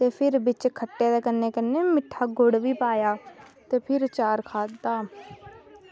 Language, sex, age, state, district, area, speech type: Dogri, female, 18-30, Jammu and Kashmir, Samba, rural, spontaneous